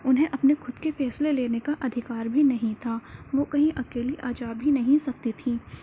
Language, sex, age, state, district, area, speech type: Urdu, female, 18-30, Delhi, Central Delhi, urban, spontaneous